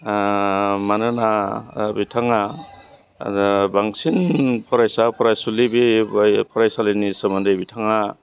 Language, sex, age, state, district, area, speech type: Bodo, male, 60+, Assam, Udalguri, urban, spontaneous